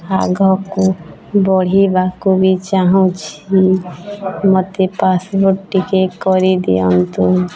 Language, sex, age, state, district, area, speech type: Odia, female, 18-30, Odisha, Nuapada, urban, spontaneous